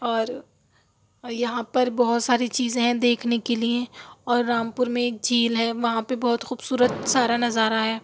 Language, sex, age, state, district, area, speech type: Urdu, female, 45-60, Uttar Pradesh, Aligarh, rural, spontaneous